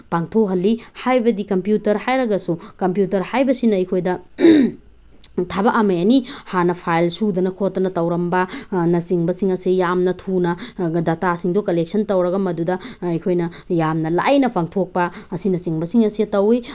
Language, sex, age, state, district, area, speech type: Manipuri, female, 30-45, Manipur, Tengnoupal, rural, spontaneous